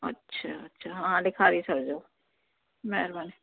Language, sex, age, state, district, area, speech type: Sindhi, female, 45-60, Delhi, South Delhi, rural, conversation